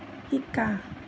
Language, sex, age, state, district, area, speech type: Assamese, female, 60+, Assam, Nalbari, rural, read